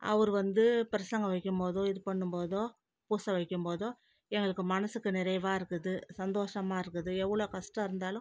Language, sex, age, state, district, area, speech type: Tamil, female, 45-60, Tamil Nadu, Viluppuram, rural, spontaneous